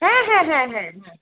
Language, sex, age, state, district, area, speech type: Bengali, female, 30-45, West Bengal, Hooghly, urban, conversation